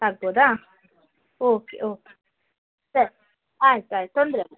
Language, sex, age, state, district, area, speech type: Kannada, female, 18-30, Karnataka, Udupi, rural, conversation